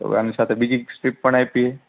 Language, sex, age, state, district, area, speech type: Gujarati, male, 18-30, Gujarat, Morbi, urban, conversation